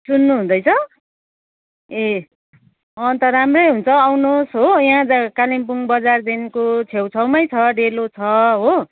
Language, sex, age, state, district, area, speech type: Nepali, female, 45-60, West Bengal, Kalimpong, rural, conversation